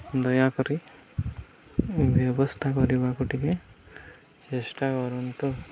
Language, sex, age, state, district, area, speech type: Odia, male, 18-30, Odisha, Nuapada, urban, spontaneous